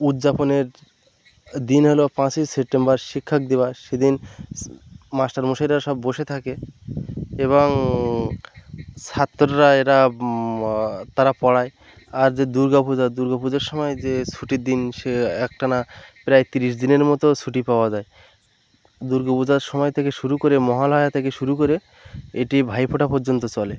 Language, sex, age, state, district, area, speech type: Bengali, male, 18-30, West Bengal, Birbhum, urban, spontaneous